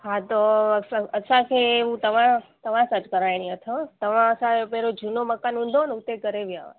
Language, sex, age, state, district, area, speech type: Sindhi, female, 30-45, Gujarat, Junagadh, urban, conversation